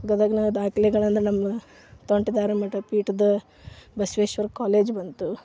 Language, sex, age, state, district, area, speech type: Kannada, female, 30-45, Karnataka, Gadag, rural, spontaneous